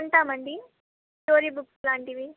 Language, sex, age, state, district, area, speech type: Telugu, female, 18-30, Andhra Pradesh, Palnadu, rural, conversation